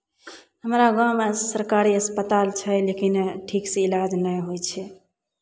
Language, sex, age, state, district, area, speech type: Maithili, female, 45-60, Bihar, Begusarai, rural, spontaneous